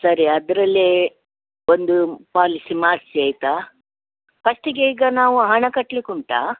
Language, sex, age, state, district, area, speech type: Kannada, female, 60+, Karnataka, Udupi, rural, conversation